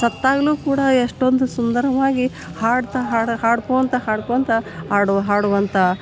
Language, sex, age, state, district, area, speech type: Kannada, female, 60+, Karnataka, Gadag, rural, spontaneous